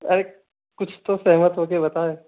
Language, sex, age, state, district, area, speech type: Hindi, male, 30-45, Rajasthan, Jaipur, urban, conversation